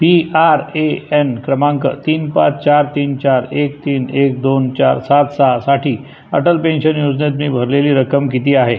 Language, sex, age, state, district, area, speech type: Marathi, male, 60+, Maharashtra, Buldhana, rural, read